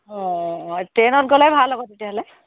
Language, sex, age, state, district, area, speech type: Assamese, female, 30-45, Assam, Charaideo, urban, conversation